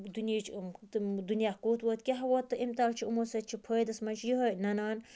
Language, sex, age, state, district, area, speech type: Kashmiri, female, 30-45, Jammu and Kashmir, Baramulla, rural, spontaneous